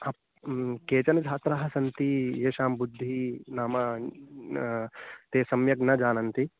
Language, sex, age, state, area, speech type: Sanskrit, male, 18-30, Uttarakhand, urban, conversation